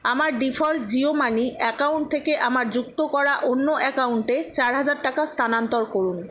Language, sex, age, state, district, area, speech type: Bengali, female, 60+, West Bengal, Paschim Bardhaman, rural, read